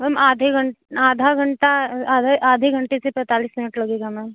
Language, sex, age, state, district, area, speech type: Hindi, female, 18-30, Uttar Pradesh, Azamgarh, rural, conversation